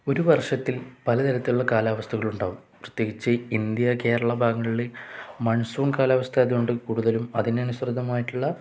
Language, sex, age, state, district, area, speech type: Malayalam, male, 18-30, Kerala, Kozhikode, rural, spontaneous